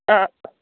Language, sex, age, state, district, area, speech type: Tamil, female, 30-45, Tamil Nadu, Theni, rural, conversation